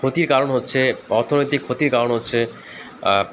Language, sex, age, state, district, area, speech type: Bengali, male, 30-45, West Bengal, Dakshin Dinajpur, urban, spontaneous